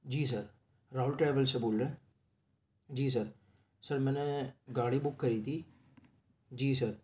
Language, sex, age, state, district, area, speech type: Urdu, male, 18-30, Delhi, Central Delhi, urban, spontaneous